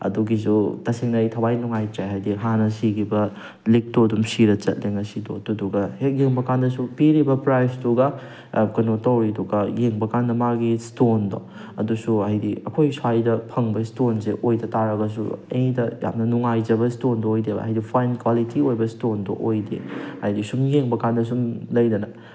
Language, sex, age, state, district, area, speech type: Manipuri, male, 18-30, Manipur, Thoubal, rural, spontaneous